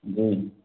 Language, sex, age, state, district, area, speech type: Hindi, male, 45-60, Madhya Pradesh, Gwalior, urban, conversation